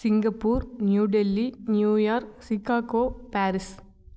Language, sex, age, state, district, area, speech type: Tamil, female, 18-30, Tamil Nadu, Namakkal, rural, spontaneous